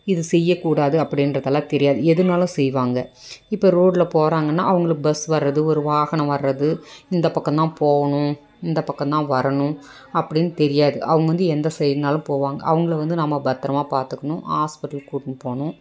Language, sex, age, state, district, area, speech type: Tamil, female, 45-60, Tamil Nadu, Dharmapuri, rural, spontaneous